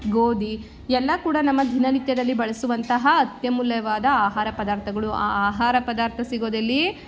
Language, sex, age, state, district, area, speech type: Kannada, female, 30-45, Karnataka, Mandya, rural, spontaneous